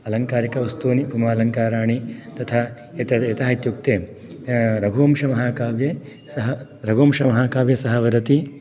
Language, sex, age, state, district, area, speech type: Sanskrit, male, 30-45, Karnataka, Raichur, rural, spontaneous